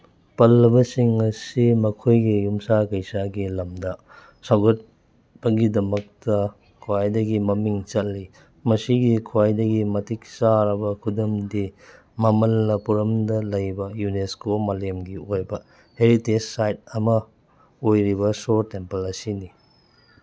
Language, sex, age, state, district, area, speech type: Manipuri, male, 30-45, Manipur, Churachandpur, rural, read